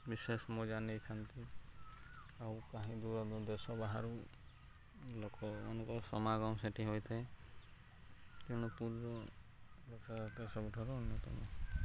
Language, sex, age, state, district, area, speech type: Odia, male, 30-45, Odisha, Subarnapur, urban, spontaneous